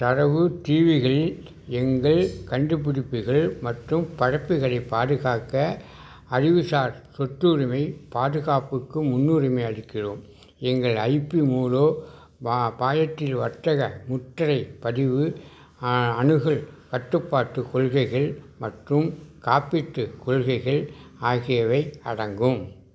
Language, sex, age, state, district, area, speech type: Tamil, male, 60+, Tamil Nadu, Tiruvarur, rural, read